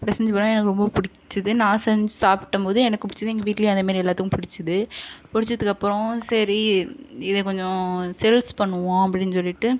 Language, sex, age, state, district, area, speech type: Tamil, female, 30-45, Tamil Nadu, Ariyalur, rural, spontaneous